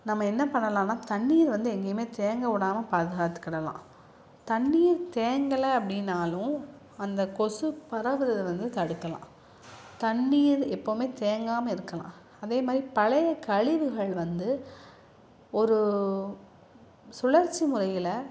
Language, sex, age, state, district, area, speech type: Tamil, female, 30-45, Tamil Nadu, Salem, urban, spontaneous